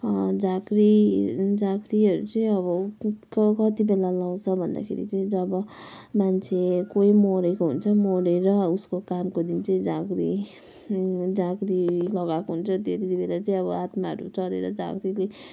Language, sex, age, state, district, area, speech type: Nepali, male, 60+, West Bengal, Kalimpong, rural, spontaneous